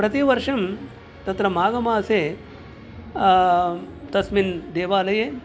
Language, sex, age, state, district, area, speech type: Sanskrit, male, 60+, Karnataka, Udupi, rural, spontaneous